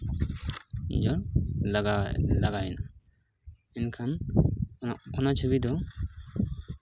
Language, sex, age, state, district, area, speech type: Santali, male, 30-45, West Bengal, Purulia, rural, spontaneous